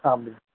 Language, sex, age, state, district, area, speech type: Tamil, male, 30-45, Tamil Nadu, Sivaganga, rural, conversation